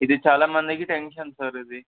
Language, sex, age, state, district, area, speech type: Telugu, male, 18-30, Telangana, Medak, rural, conversation